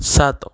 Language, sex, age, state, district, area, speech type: Odia, male, 18-30, Odisha, Cuttack, urban, read